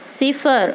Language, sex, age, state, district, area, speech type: Urdu, female, 30-45, Telangana, Hyderabad, urban, read